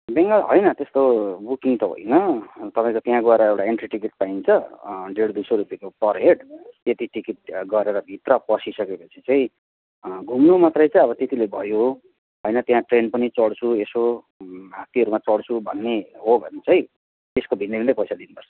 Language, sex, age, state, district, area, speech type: Nepali, male, 30-45, West Bengal, Jalpaiguri, rural, conversation